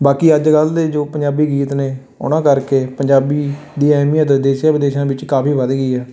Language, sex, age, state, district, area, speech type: Punjabi, male, 18-30, Punjab, Fatehgarh Sahib, rural, spontaneous